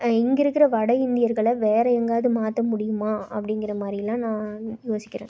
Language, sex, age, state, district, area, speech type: Tamil, female, 18-30, Tamil Nadu, Tiruppur, urban, spontaneous